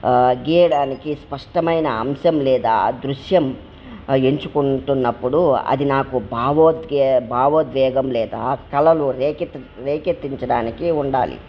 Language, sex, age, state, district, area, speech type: Telugu, male, 30-45, Andhra Pradesh, Kadapa, rural, spontaneous